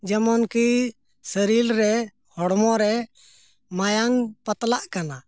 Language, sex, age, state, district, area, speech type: Santali, male, 60+, Jharkhand, Bokaro, rural, spontaneous